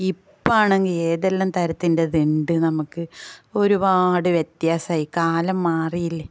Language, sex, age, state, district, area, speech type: Malayalam, female, 45-60, Kerala, Kasaragod, rural, spontaneous